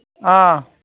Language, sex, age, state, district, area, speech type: Manipuri, male, 45-60, Manipur, Kangpokpi, urban, conversation